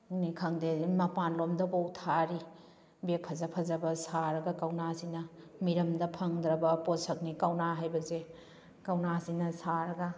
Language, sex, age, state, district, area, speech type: Manipuri, female, 45-60, Manipur, Kakching, rural, spontaneous